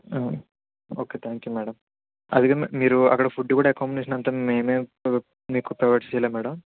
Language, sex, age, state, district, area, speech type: Telugu, male, 45-60, Andhra Pradesh, Kakinada, urban, conversation